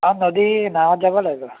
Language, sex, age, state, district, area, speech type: Assamese, male, 30-45, Assam, Biswanath, rural, conversation